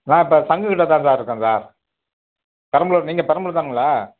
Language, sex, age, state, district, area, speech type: Tamil, male, 60+, Tamil Nadu, Perambalur, urban, conversation